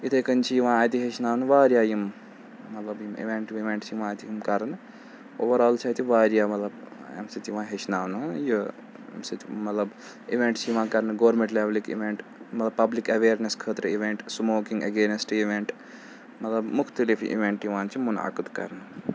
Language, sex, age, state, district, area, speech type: Kashmiri, male, 18-30, Jammu and Kashmir, Srinagar, urban, spontaneous